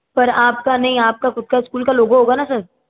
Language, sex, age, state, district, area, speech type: Hindi, female, 30-45, Rajasthan, Jodhpur, urban, conversation